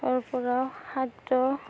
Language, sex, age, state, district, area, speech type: Assamese, female, 18-30, Assam, Darrang, rural, spontaneous